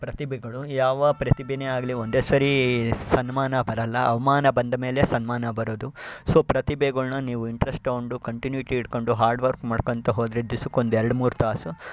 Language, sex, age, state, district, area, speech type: Kannada, male, 45-60, Karnataka, Chitradurga, rural, spontaneous